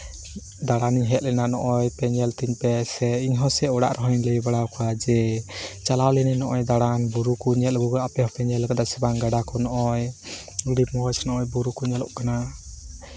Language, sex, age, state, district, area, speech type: Santali, male, 18-30, West Bengal, Uttar Dinajpur, rural, spontaneous